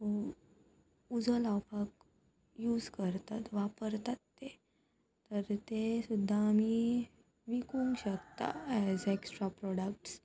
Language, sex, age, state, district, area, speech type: Goan Konkani, female, 18-30, Goa, Murmgao, rural, spontaneous